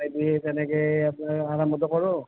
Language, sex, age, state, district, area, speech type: Assamese, male, 60+, Assam, Nalbari, rural, conversation